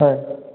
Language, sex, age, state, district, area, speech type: Assamese, male, 18-30, Assam, Sivasagar, urban, conversation